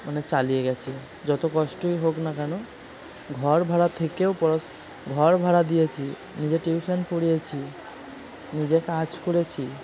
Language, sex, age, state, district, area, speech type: Bengali, male, 30-45, West Bengal, Purba Bardhaman, urban, spontaneous